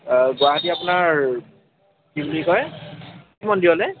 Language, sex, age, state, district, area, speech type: Assamese, male, 18-30, Assam, Dibrugarh, urban, conversation